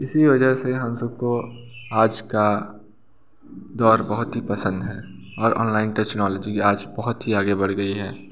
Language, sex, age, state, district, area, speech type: Hindi, male, 18-30, Uttar Pradesh, Bhadohi, urban, spontaneous